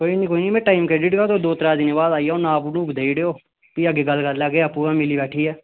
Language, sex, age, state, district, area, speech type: Dogri, male, 18-30, Jammu and Kashmir, Reasi, rural, conversation